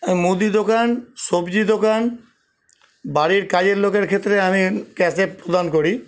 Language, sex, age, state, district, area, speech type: Bengali, male, 60+, West Bengal, Paschim Bardhaman, urban, spontaneous